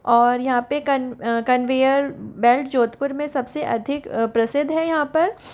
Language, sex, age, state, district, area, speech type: Hindi, female, 30-45, Rajasthan, Jodhpur, urban, spontaneous